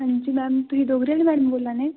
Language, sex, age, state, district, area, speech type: Dogri, female, 18-30, Jammu and Kashmir, Kathua, rural, conversation